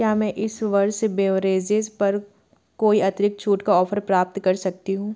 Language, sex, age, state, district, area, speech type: Hindi, female, 30-45, Madhya Pradesh, Jabalpur, urban, read